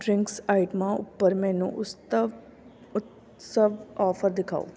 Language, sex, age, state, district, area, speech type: Punjabi, female, 18-30, Punjab, Fatehgarh Sahib, rural, read